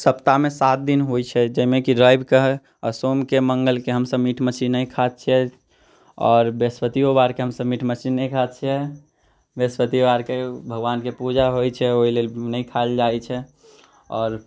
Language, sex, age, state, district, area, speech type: Maithili, male, 18-30, Bihar, Muzaffarpur, rural, spontaneous